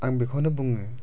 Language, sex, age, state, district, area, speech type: Bodo, male, 18-30, Assam, Chirang, rural, spontaneous